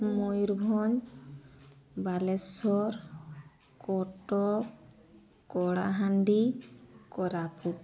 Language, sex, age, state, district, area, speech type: Odia, female, 30-45, Odisha, Mayurbhanj, rural, spontaneous